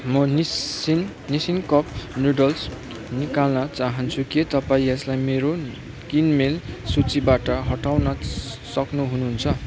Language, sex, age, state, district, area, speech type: Nepali, male, 18-30, West Bengal, Kalimpong, rural, read